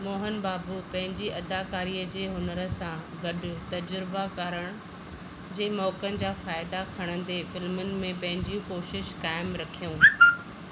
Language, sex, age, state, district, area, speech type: Sindhi, female, 45-60, Maharashtra, Thane, urban, read